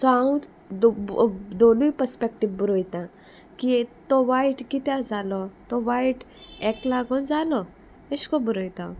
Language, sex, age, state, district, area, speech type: Goan Konkani, female, 18-30, Goa, Salcete, rural, spontaneous